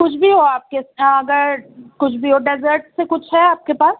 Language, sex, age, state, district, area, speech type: Urdu, female, 18-30, Uttar Pradesh, Balrampur, rural, conversation